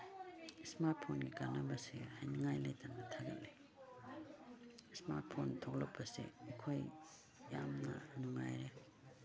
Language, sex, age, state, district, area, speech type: Manipuri, female, 60+, Manipur, Imphal East, rural, spontaneous